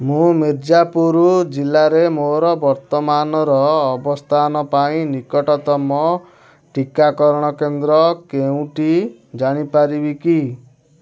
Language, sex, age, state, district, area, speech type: Odia, male, 18-30, Odisha, Kendujhar, urban, read